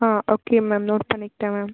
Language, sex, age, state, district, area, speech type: Tamil, female, 18-30, Tamil Nadu, Cuddalore, urban, conversation